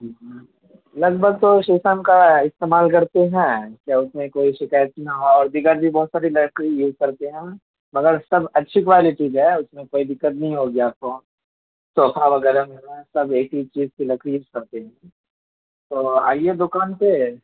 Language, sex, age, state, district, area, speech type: Urdu, male, 18-30, Bihar, Purnia, rural, conversation